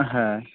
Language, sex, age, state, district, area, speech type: Bengali, male, 18-30, West Bengal, Murshidabad, urban, conversation